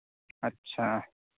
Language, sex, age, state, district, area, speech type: Urdu, male, 18-30, Delhi, South Delhi, urban, conversation